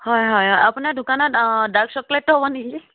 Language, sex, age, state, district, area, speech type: Assamese, female, 18-30, Assam, Charaideo, rural, conversation